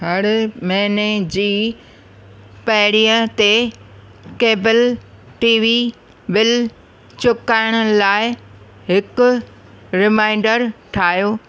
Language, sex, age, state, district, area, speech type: Sindhi, female, 45-60, Maharashtra, Thane, urban, read